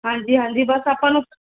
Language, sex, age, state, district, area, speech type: Punjabi, female, 30-45, Punjab, Fazilka, rural, conversation